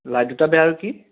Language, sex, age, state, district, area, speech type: Assamese, male, 18-30, Assam, Biswanath, rural, conversation